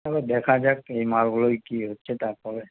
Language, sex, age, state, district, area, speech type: Bengali, male, 60+, West Bengal, Paschim Bardhaman, rural, conversation